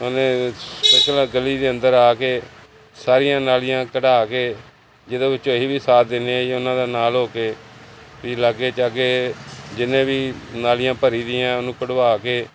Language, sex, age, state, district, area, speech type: Punjabi, male, 60+, Punjab, Pathankot, urban, spontaneous